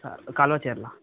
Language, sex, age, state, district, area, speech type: Telugu, male, 30-45, Andhra Pradesh, Visakhapatnam, rural, conversation